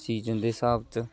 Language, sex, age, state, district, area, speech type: Punjabi, male, 18-30, Punjab, Shaheed Bhagat Singh Nagar, rural, spontaneous